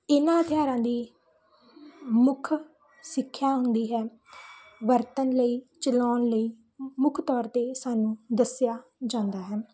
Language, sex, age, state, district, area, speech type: Punjabi, female, 18-30, Punjab, Muktsar, rural, spontaneous